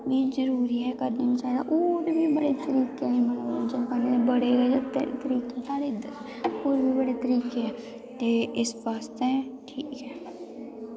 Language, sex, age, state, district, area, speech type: Dogri, female, 18-30, Jammu and Kashmir, Kathua, rural, spontaneous